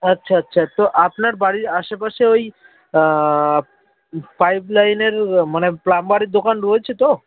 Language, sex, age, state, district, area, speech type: Bengali, male, 30-45, West Bengal, South 24 Parganas, rural, conversation